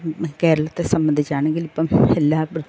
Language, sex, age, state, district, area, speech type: Malayalam, female, 60+, Kerala, Pathanamthitta, rural, spontaneous